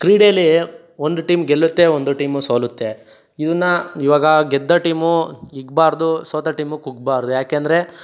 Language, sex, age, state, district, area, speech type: Kannada, male, 18-30, Karnataka, Chikkaballapur, rural, spontaneous